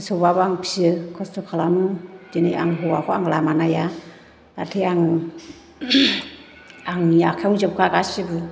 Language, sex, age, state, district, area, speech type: Bodo, female, 30-45, Assam, Chirang, urban, spontaneous